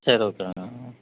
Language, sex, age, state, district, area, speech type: Tamil, male, 45-60, Tamil Nadu, Dharmapuri, urban, conversation